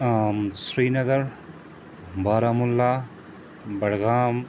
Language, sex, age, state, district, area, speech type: Kashmiri, male, 45-60, Jammu and Kashmir, Srinagar, urban, spontaneous